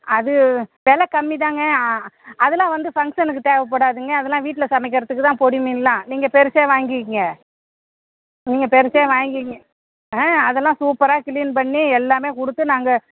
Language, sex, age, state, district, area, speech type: Tamil, female, 45-60, Tamil Nadu, Perambalur, rural, conversation